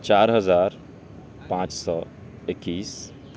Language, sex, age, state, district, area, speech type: Urdu, male, 18-30, Delhi, North West Delhi, urban, spontaneous